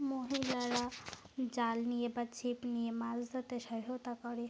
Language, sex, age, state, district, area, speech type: Bengali, female, 45-60, West Bengal, North 24 Parganas, rural, spontaneous